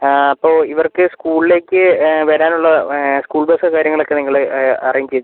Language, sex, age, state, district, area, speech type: Malayalam, male, 18-30, Kerala, Wayanad, rural, conversation